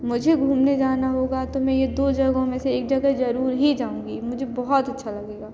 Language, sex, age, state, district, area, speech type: Hindi, female, 18-30, Madhya Pradesh, Hoshangabad, rural, spontaneous